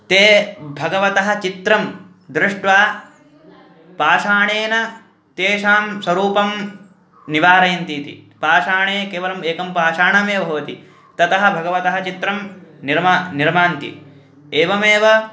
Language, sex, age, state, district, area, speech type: Sanskrit, male, 18-30, Uttar Pradesh, Hardoi, urban, spontaneous